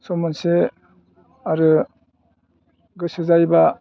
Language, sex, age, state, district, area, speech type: Bodo, male, 60+, Assam, Udalguri, rural, spontaneous